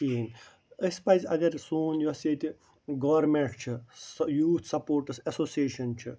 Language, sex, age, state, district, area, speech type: Kashmiri, male, 60+, Jammu and Kashmir, Ganderbal, rural, spontaneous